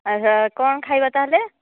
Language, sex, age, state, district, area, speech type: Odia, female, 18-30, Odisha, Nayagarh, rural, conversation